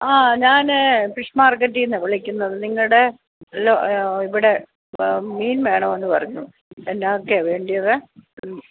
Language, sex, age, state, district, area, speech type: Malayalam, female, 60+, Kerala, Kottayam, urban, conversation